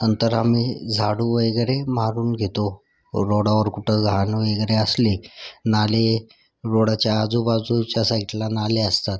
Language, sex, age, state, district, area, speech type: Marathi, male, 30-45, Maharashtra, Thane, urban, spontaneous